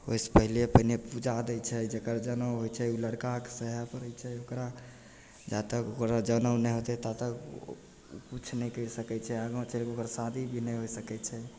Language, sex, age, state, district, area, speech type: Maithili, male, 18-30, Bihar, Begusarai, rural, spontaneous